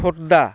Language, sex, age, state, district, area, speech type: Odia, male, 30-45, Odisha, Kendrapara, urban, spontaneous